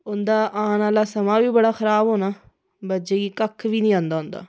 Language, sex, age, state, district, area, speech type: Dogri, female, 30-45, Jammu and Kashmir, Reasi, rural, spontaneous